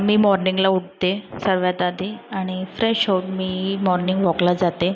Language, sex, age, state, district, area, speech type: Marathi, female, 30-45, Maharashtra, Nagpur, urban, spontaneous